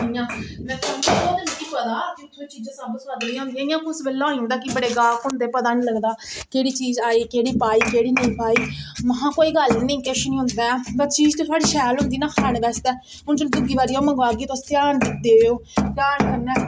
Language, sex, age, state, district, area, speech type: Dogri, female, 45-60, Jammu and Kashmir, Reasi, rural, spontaneous